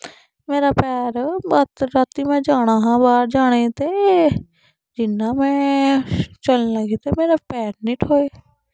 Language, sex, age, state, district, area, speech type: Dogri, female, 18-30, Jammu and Kashmir, Samba, urban, spontaneous